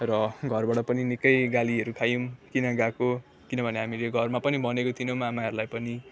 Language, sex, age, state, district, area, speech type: Nepali, male, 18-30, West Bengal, Kalimpong, rural, spontaneous